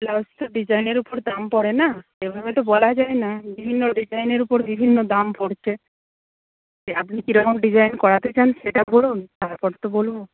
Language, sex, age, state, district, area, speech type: Bengali, female, 60+, West Bengal, Paschim Medinipur, rural, conversation